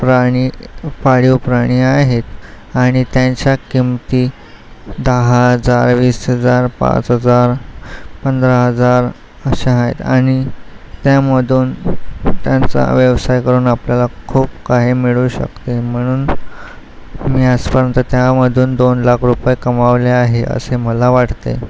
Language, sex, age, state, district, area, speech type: Marathi, male, 18-30, Maharashtra, Yavatmal, rural, spontaneous